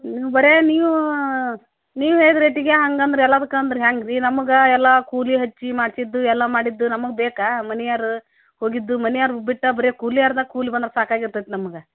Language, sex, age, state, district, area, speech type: Kannada, female, 45-60, Karnataka, Gadag, rural, conversation